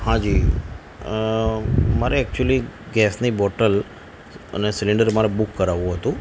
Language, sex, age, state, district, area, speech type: Gujarati, male, 45-60, Gujarat, Ahmedabad, urban, spontaneous